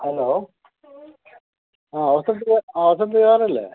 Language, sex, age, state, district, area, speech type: Malayalam, male, 60+, Kerala, Kasaragod, urban, conversation